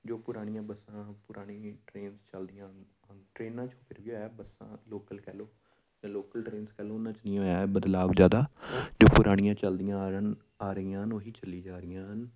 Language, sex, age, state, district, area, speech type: Punjabi, male, 30-45, Punjab, Amritsar, urban, spontaneous